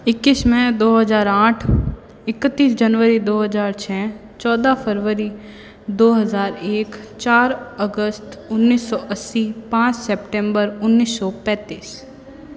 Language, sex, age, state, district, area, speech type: Hindi, female, 18-30, Rajasthan, Jodhpur, urban, spontaneous